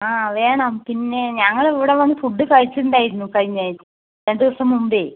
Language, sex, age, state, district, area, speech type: Malayalam, female, 45-60, Kerala, Palakkad, rural, conversation